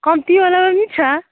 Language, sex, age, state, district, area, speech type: Nepali, female, 30-45, West Bengal, Alipurduar, urban, conversation